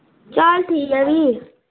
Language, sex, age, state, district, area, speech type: Dogri, female, 18-30, Jammu and Kashmir, Udhampur, rural, conversation